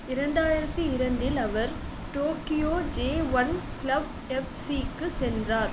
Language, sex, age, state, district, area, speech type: Tamil, female, 18-30, Tamil Nadu, Chengalpattu, urban, read